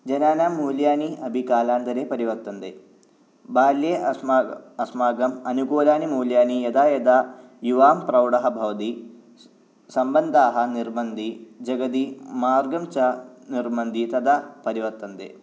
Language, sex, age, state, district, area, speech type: Sanskrit, male, 18-30, Kerala, Kottayam, urban, spontaneous